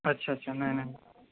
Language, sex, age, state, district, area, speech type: Marathi, male, 30-45, Maharashtra, Nagpur, urban, conversation